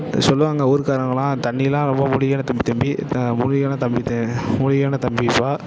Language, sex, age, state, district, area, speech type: Tamil, male, 18-30, Tamil Nadu, Ariyalur, rural, spontaneous